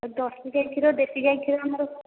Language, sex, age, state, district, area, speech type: Odia, female, 45-60, Odisha, Khordha, rural, conversation